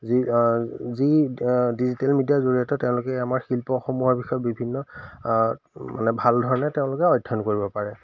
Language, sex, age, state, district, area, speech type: Assamese, male, 30-45, Assam, Majuli, urban, spontaneous